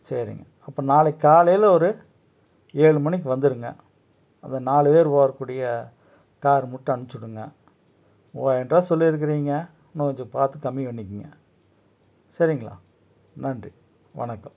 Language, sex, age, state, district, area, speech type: Tamil, male, 45-60, Tamil Nadu, Tiruppur, rural, spontaneous